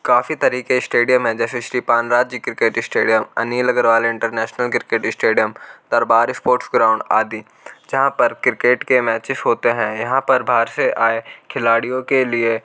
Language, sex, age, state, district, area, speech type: Hindi, male, 18-30, Rajasthan, Jaipur, urban, spontaneous